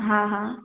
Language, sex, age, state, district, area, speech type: Sindhi, female, 18-30, Gujarat, Junagadh, rural, conversation